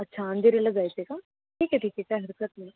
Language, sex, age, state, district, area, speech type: Marathi, female, 18-30, Maharashtra, Solapur, urban, conversation